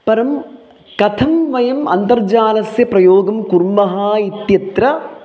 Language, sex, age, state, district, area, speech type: Sanskrit, male, 30-45, Kerala, Palakkad, urban, spontaneous